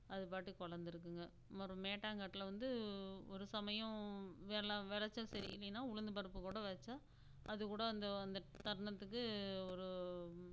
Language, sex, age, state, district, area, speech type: Tamil, female, 45-60, Tamil Nadu, Namakkal, rural, spontaneous